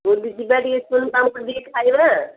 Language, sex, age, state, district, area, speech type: Odia, female, 45-60, Odisha, Gajapati, rural, conversation